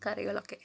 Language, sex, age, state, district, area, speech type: Malayalam, male, 45-60, Kerala, Kozhikode, urban, spontaneous